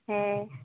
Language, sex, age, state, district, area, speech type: Bengali, female, 18-30, West Bengal, Jhargram, rural, conversation